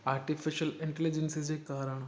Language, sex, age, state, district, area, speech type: Sindhi, male, 18-30, Gujarat, Kutch, urban, spontaneous